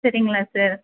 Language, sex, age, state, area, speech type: Tamil, female, 30-45, Tamil Nadu, rural, conversation